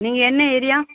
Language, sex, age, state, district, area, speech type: Tamil, male, 30-45, Tamil Nadu, Viluppuram, rural, conversation